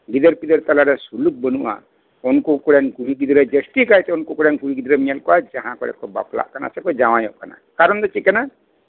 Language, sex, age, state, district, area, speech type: Santali, male, 45-60, West Bengal, Birbhum, rural, conversation